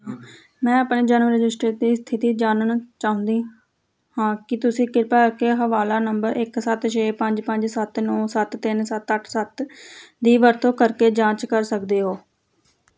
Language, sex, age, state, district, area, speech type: Punjabi, female, 18-30, Punjab, Hoshiarpur, rural, read